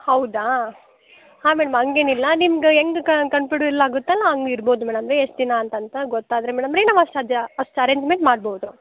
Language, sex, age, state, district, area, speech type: Kannada, female, 18-30, Karnataka, Dharwad, urban, conversation